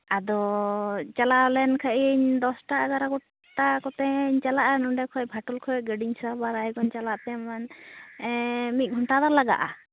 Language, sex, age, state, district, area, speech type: Santali, female, 18-30, West Bengal, Uttar Dinajpur, rural, conversation